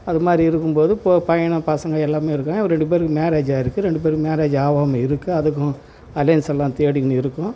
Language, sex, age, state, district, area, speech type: Tamil, male, 60+, Tamil Nadu, Tiruvarur, rural, spontaneous